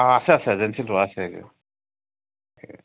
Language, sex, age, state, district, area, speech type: Assamese, male, 30-45, Assam, Charaideo, urban, conversation